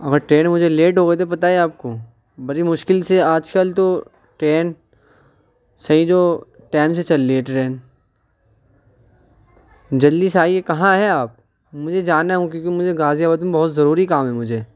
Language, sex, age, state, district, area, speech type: Urdu, male, 18-30, Uttar Pradesh, Ghaziabad, urban, spontaneous